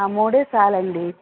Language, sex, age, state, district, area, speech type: Telugu, female, 45-60, Andhra Pradesh, N T Rama Rao, urban, conversation